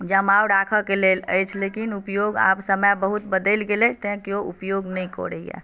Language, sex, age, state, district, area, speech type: Maithili, female, 30-45, Bihar, Madhubani, rural, spontaneous